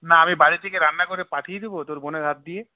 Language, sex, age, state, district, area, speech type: Bengali, male, 45-60, West Bengal, Purulia, urban, conversation